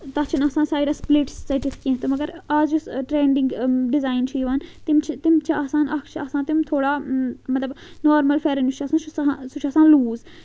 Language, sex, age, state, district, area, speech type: Kashmiri, female, 18-30, Jammu and Kashmir, Srinagar, urban, spontaneous